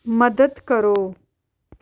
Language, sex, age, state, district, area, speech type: Punjabi, female, 18-30, Punjab, Amritsar, urban, read